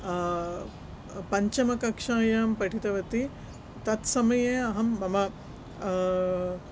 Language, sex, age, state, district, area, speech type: Sanskrit, female, 45-60, Andhra Pradesh, Krishna, urban, spontaneous